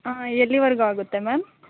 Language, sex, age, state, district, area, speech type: Kannada, female, 18-30, Karnataka, Ramanagara, rural, conversation